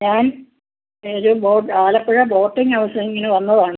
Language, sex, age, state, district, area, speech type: Malayalam, female, 60+, Kerala, Alappuzha, rural, conversation